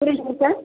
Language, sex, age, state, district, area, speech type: Tamil, female, 30-45, Tamil Nadu, Viluppuram, rural, conversation